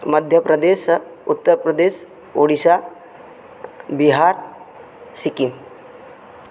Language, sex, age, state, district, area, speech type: Sanskrit, male, 18-30, Odisha, Bargarh, rural, spontaneous